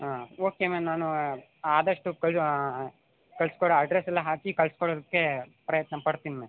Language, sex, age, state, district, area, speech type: Kannada, male, 18-30, Karnataka, Chamarajanagar, rural, conversation